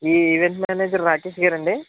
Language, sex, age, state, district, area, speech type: Telugu, male, 18-30, Andhra Pradesh, Konaseema, rural, conversation